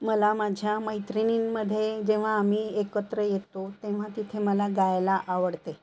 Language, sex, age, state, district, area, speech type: Marathi, female, 45-60, Maharashtra, Nagpur, urban, spontaneous